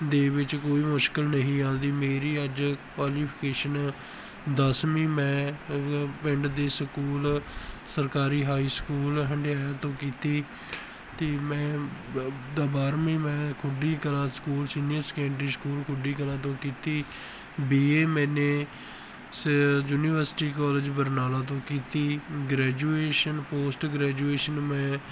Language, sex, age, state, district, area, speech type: Punjabi, male, 18-30, Punjab, Barnala, rural, spontaneous